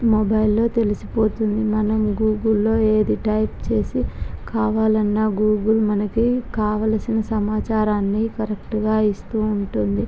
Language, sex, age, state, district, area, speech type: Telugu, female, 18-30, Andhra Pradesh, Visakhapatnam, rural, spontaneous